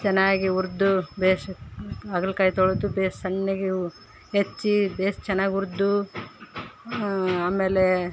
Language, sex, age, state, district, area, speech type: Kannada, female, 30-45, Karnataka, Vijayanagara, rural, spontaneous